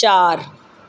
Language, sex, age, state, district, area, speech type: Punjabi, female, 45-60, Punjab, Kapurthala, rural, read